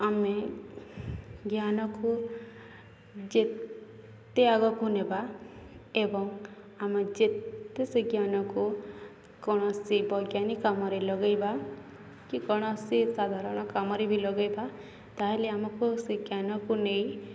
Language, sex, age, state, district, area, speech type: Odia, female, 18-30, Odisha, Balangir, urban, spontaneous